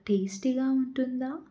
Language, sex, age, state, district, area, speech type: Telugu, female, 45-60, Andhra Pradesh, N T Rama Rao, rural, spontaneous